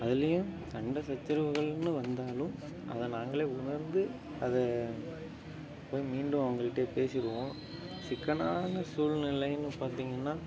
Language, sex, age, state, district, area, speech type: Tamil, male, 30-45, Tamil Nadu, Ariyalur, rural, spontaneous